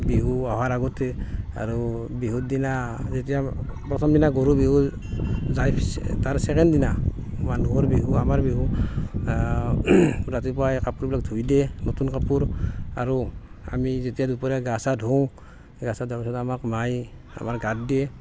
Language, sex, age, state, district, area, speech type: Assamese, male, 45-60, Assam, Barpeta, rural, spontaneous